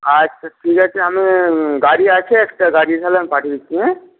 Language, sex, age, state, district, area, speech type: Bengali, male, 18-30, West Bengal, Paschim Medinipur, rural, conversation